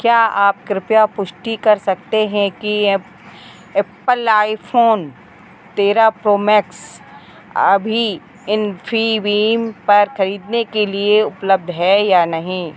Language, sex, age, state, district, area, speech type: Hindi, female, 45-60, Madhya Pradesh, Narsinghpur, rural, read